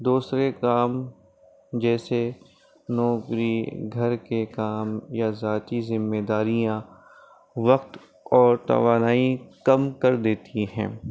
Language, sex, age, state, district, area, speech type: Urdu, male, 30-45, Delhi, North East Delhi, urban, spontaneous